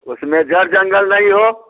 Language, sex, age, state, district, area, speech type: Hindi, male, 60+, Bihar, Muzaffarpur, rural, conversation